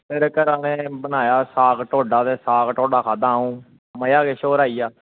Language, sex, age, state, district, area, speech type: Dogri, male, 18-30, Jammu and Kashmir, Kathua, rural, conversation